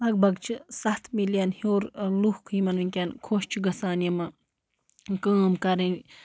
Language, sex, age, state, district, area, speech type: Kashmiri, female, 18-30, Jammu and Kashmir, Baramulla, rural, spontaneous